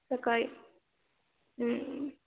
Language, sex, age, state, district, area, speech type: Marathi, female, 18-30, Maharashtra, Ratnagiri, rural, conversation